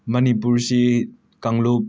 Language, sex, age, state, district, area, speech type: Manipuri, male, 18-30, Manipur, Imphal West, rural, spontaneous